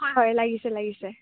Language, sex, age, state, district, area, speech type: Assamese, female, 18-30, Assam, Kamrup Metropolitan, rural, conversation